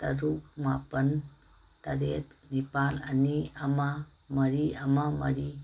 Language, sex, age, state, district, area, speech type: Manipuri, female, 45-60, Manipur, Kangpokpi, urban, read